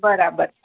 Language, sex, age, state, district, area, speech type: Gujarati, female, 18-30, Gujarat, Morbi, urban, conversation